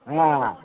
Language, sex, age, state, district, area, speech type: Odia, male, 60+, Odisha, Nayagarh, rural, conversation